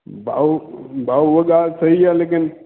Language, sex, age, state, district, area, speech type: Sindhi, male, 18-30, Madhya Pradesh, Katni, urban, conversation